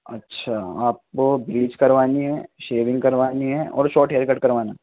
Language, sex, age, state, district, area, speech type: Urdu, male, 18-30, Delhi, East Delhi, urban, conversation